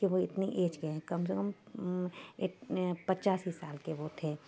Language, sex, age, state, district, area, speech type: Urdu, female, 30-45, Uttar Pradesh, Shahjahanpur, urban, spontaneous